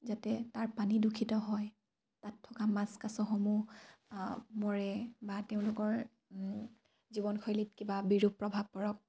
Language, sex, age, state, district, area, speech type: Assamese, female, 18-30, Assam, Dibrugarh, rural, spontaneous